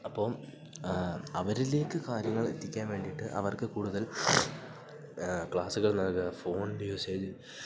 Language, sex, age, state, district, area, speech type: Malayalam, male, 18-30, Kerala, Idukki, rural, spontaneous